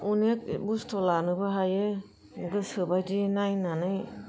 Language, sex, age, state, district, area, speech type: Bodo, female, 30-45, Assam, Kokrajhar, rural, spontaneous